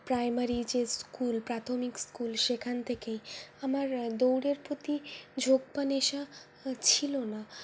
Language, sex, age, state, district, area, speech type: Bengali, female, 45-60, West Bengal, Purulia, urban, spontaneous